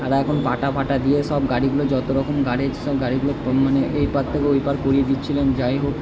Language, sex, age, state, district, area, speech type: Bengali, male, 30-45, West Bengal, Purba Bardhaman, urban, spontaneous